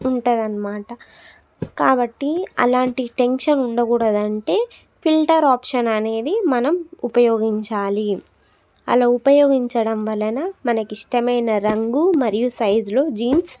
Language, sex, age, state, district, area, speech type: Telugu, female, 18-30, Telangana, Suryapet, urban, spontaneous